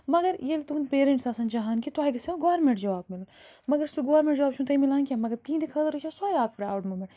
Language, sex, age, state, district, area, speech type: Kashmiri, female, 45-60, Jammu and Kashmir, Bandipora, rural, spontaneous